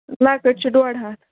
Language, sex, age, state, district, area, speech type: Kashmiri, female, 30-45, Jammu and Kashmir, Ganderbal, rural, conversation